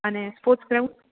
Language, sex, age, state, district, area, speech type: Gujarati, female, 18-30, Gujarat, Rajkot, urban, conversation